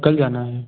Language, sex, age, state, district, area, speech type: Hindi, male, 18-30, Madhya Pradesh, Ujjain, rural, conversation